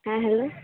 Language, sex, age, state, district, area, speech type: Santali, female, 18-30, West Bengal, Purba Bardhaman, rural, conversation